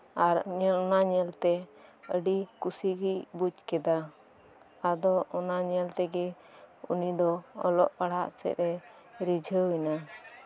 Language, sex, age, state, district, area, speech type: Santali, female, 18-30, West Bengal, Birbhum, rural, spontaneous